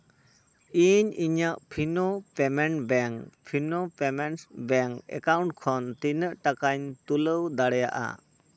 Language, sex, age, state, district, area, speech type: Santali, male, 18-30, West Bengal, Bankura, rural, read